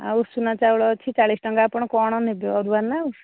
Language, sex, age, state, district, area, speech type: Odia, female, 30-45, Odisha, Nayagarh, rural, conversation